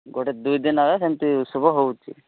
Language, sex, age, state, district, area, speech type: Odia, male, 30-45, Odisha, Malkangiri, urban, conversation